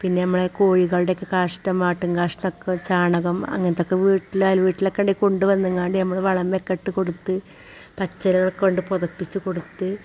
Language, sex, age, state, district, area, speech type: Malayalam, female, 45-60, Kerala, Malappuram, rural, spontaneous